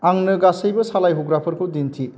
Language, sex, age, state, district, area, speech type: Bodo, male, 45-60, Assam, Chirang, urban, read